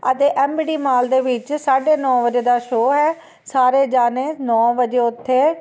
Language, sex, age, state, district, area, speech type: Punjabi, female, 45-60, Punjab, Ludhiana, urban, spontaneous